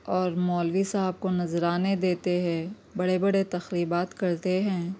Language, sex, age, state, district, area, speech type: Urdu, female, 30-45, Telangana, Hyderabad, urban, spontaneous